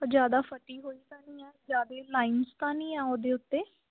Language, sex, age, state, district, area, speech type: Punjabi, female, 18-30, Punjab, Sangrur, urban, conversation